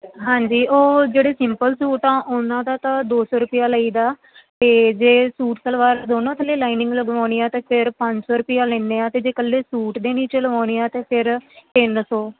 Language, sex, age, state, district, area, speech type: Punjabi, female, 18-30, Punjab, Firozpur, rural, conversation